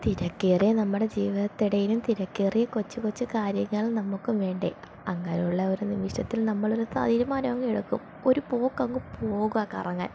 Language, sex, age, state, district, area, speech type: Malayalam, female, 18-30, Kerala, Palakkad, rural, spontaneous